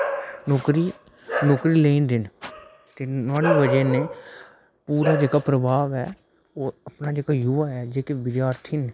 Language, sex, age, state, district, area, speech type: Dogri, male, 30-45, Jammu and Kashmir, Udhampur, urban, spontaneous